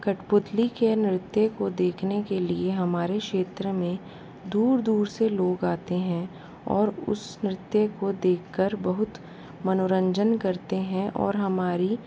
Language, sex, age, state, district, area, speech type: Hindi, female, 45-60, Rajasthan, Jaipur, urban, spontaneous